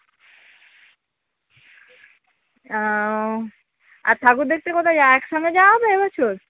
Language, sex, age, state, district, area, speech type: Bengali, female, 45-60, West Bengal, North 24 Parganas, urban, conversation